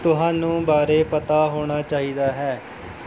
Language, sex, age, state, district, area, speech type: Punjabi, male, 18-30, Punjab, Mohali, rural, read